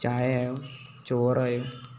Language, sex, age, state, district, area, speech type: Malayalam, male, 18-30, Kerala, Kozhikode, rural, spontaneous